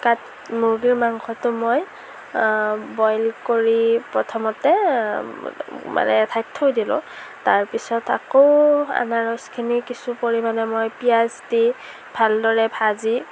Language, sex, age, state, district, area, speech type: Assamese, female, 45-60, Assam, Morigaon, urban, spontaneous